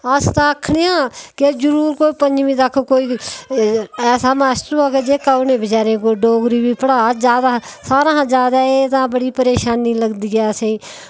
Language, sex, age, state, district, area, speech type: Dogri, female, 60+, Jammu and Kashmir, Udhampur, rural, spontaneous